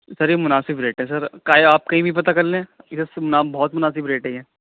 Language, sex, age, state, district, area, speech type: Urdu, male, 18-30, Delhi, East Delhi, urban, conversation